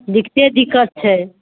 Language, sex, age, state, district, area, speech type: Maithili, female, 45-60, Bihar, Muzaffarpur, rural, conversation